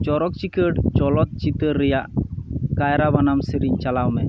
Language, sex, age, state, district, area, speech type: Santali, male, 30-45, West Bengal, Malda, rural, read